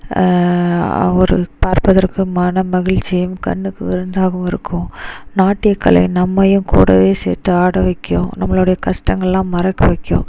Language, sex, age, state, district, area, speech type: Tamil, female, 30-45, Tamil Nadu, Dharmapuri, rural, spontaneous